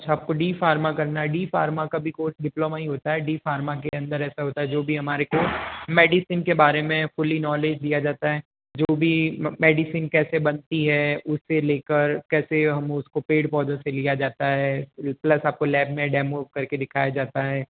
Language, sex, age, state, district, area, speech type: Hindi, male, 18-30, Rajasthan, Jodhpur, urban, conversation